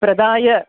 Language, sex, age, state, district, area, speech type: Sanskrit, female, 45-60, Tamil Nadu, Chennai, urban, conversation